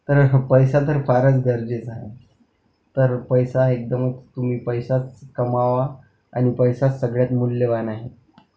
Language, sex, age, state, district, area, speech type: Marathi, male, 18-30, Maharashtra, Akola, urban, spontaneous